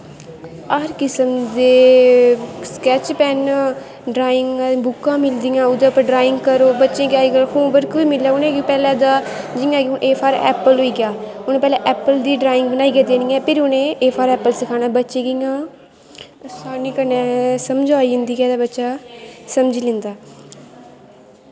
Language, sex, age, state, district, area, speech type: Dogri, female, 18-30, Jammu and Kashmir, Kathua, rural, spontaneous